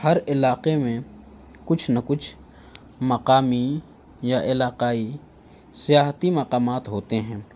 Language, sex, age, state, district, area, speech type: Urdu, male, 18-30, Delhi, North East Delhi, urban, spontaneous